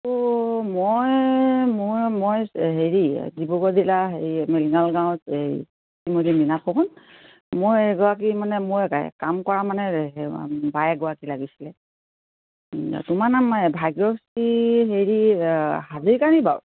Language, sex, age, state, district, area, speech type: Assamese, female, 60+, Assam, Dibrugarh, rural, conversation